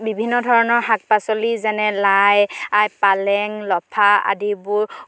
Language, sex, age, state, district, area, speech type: Assamese, female, 18-30, Assam, Dhemaji, rural, spontaneous